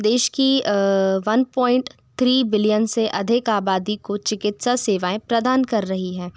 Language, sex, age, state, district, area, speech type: Hindi, female, 30-45, Madhya Pradesh, Bhopal, urban, spontaneous